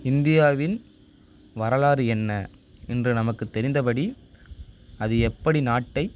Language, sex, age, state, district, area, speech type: Tamil, male, 18-30, Tamil Nadu, Nagapattinam, rural, spontaneous